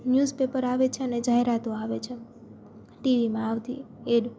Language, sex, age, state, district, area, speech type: Gujarati, female, 18-30, Gujarat, Junagadh, rural, spontaneous